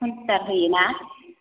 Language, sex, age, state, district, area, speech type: Bodo, female, 30-45, Assam, Kokrajhar, urban, conversation